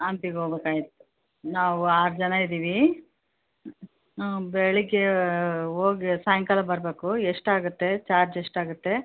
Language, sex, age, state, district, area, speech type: Kannada, female, 45-60, Karnataka, Bellary, rural, conversation